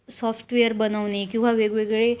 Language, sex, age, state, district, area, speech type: Marathi, female, 18-30, Maharashtra, Ahmednagar, rural, spontaneous